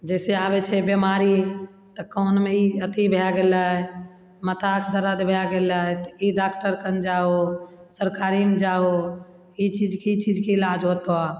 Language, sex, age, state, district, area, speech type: Maithili, female, 45-60, Bihar, Begusarai, rural, spontaneous